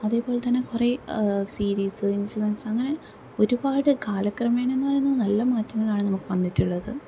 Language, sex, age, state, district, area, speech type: Malayalam, female, 18-30, Kerala, Thrissur, urban, spontaneous